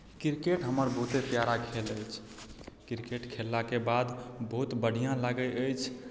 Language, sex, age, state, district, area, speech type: Maithili, male, 18-30, Bihar, Madhubani, rural, spontaneous